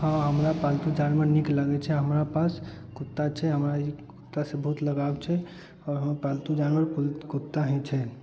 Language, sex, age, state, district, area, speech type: Maithili, male, 18-30, Bihar, Sitamarhi, rural, spontaneous